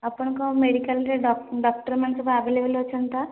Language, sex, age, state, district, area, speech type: Odia, female, 18-30, Odisha, Puri, urban, conversation